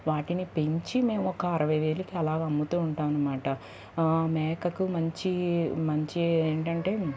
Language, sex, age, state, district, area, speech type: Telugu, female, 18-30, Andhra Pradesh, Palnadu, urban, spontaneous